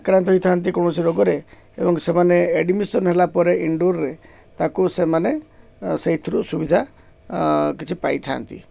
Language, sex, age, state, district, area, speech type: Odia, male, 60+, Odisha, Koraput, urban, spontaneous